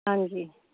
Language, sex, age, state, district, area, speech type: Punjabi, female, 30-45, Punjab, Muktsar, urban, conversation